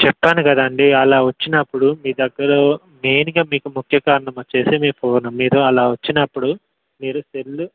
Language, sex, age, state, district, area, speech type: Telugu, male, 18-30, Telangana, Mulugu, rural, conversation